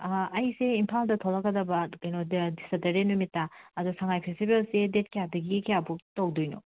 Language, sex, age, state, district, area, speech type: Manipuri, female, 45-60, Manipur, Imphal West, urban, conversation